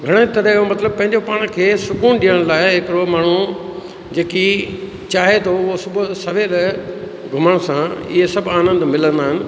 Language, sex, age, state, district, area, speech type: Sindhi, male, 60+, Rajasthan, Ajmer, urban, spontaneous